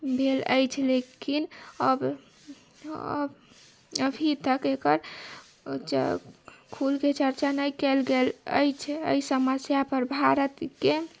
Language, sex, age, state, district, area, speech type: Maithili, female, 18-30, Bihar, Sitamarhi, urban, read